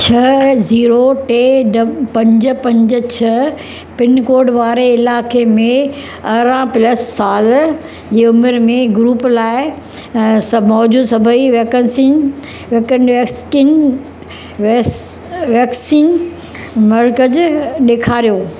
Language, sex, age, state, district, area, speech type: Sindhi, female, 60+, Maharashtra, Mumbai Suburban, rural, read